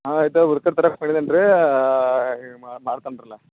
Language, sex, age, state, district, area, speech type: Kannada, male, 30-45, Karnataka, Belgaum, rural, conversation